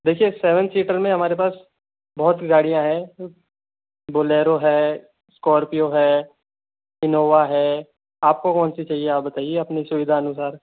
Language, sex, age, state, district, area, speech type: Hindi, male, 30-45, Rajasthan, Jaipur, urban, conversation